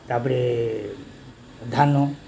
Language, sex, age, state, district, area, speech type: Odia, male, 60+, Odisha, Balangir, urban, spontaneous